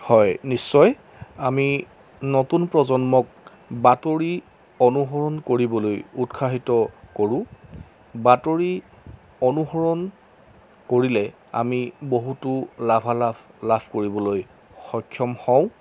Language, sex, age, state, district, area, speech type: Assamese, male, 30-45, Assam, Jorhat, urban, spontaneous